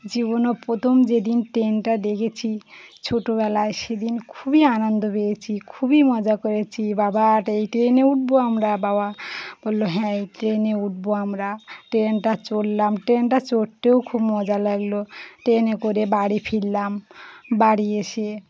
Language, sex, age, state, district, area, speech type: Bengali, female, 30-45, West Bengal, Birbhum, urban, spontaneous